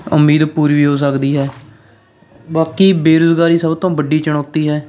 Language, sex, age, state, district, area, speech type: Punjabi, male, 18-30, Punjab, Fatehgarh Sahib, urban, spontaneous